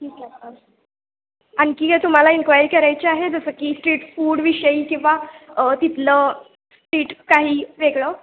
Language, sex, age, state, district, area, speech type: Marathi, female, 18-30, Maharashtra, Kolhapur, urban, conversation